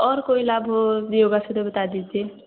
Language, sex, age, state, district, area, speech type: Hindi, female, 18-30, Uttar Pradesh, Varanasi, urban, conversation